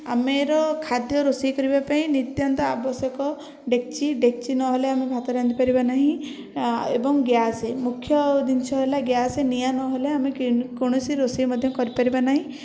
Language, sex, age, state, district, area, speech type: Odia, female, 18-30, Odisha, Puri, urban, spontaneous